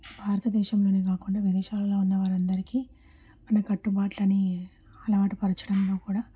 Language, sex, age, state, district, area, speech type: Telugu, female, 30-45, Telangana, Warangal, urban, spontaneous